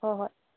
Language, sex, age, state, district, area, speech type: Manipuri, female, 18-30, Manipur, Churachandpur, rural, conversation